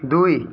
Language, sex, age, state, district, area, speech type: Assamese, male, 30-45, Assam, Dibrugarh, rural, read